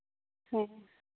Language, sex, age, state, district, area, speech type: Santali, female, 18-30, Jharkhand, Pakur, rural, conversation